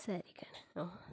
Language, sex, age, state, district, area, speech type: Kannada, female, 30-45, Karnataka, Shimoga, rural, spontaneous